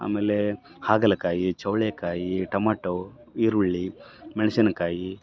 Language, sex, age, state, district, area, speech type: Kannada, male, 30-45, Karnataka, Bellary, rural, spontaneous